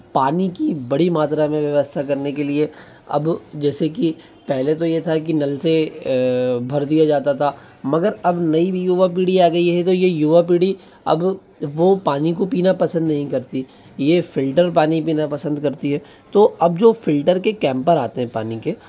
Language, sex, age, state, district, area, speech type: Hindi, male, 18-30, Madhya Pradesh, Bhopal, urban, spontaneous